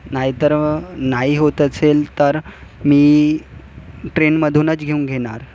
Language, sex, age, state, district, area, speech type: Marathi, male, 18-30, Maharashtra, Nagpur, urban, spontaneous